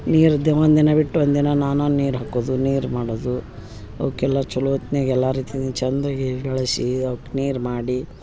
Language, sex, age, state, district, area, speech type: Kannada, female, 60+, Karnataka, Dharwad, rural, spontaneous